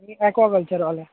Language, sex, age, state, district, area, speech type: Marathi, male, 18-30, Maharashtra, Ratnagiri, urban, conversation